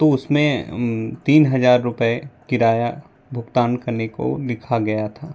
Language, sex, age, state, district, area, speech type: Hindi, male, 30-45, Madhya Pradesh, Bhopal, urban, spontaneous